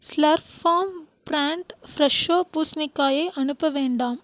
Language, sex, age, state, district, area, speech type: Tamil, female, 18-30, Tamil Nadu, Krishnagiri, rural, read